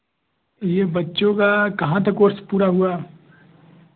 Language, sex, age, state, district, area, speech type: Hindi, male, 18-30, Uttar Pradesh, Varanasi, rural, conversation